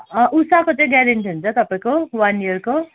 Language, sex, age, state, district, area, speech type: Nepali, female, 30-45, West Bengal, Kalimpong, rural, conversation